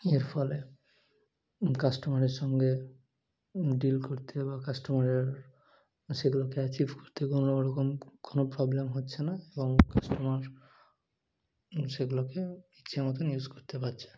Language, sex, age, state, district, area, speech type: Bengali, male, 18-30, West Bengal, Murshidabad, urban, spontaneous